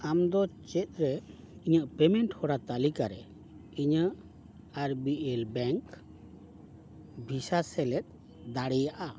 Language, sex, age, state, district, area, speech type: Santali, male, 45-60, West Bengal, Dakshin Dinajpur, rural, read